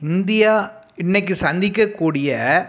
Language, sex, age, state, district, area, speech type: Tamil, male, 18-30, Tamil Nadu, Pudukkottai, rural, spontaneous